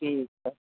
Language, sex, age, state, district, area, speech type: Urdu, male, 30-45, Bihar, Madhubani, rural, conversation